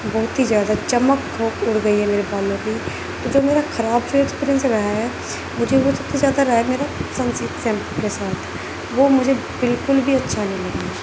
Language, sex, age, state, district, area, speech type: Urdu, female, 18-30, Uttar Pradesh, Gautam Buddha Nagar, rural, spontaneous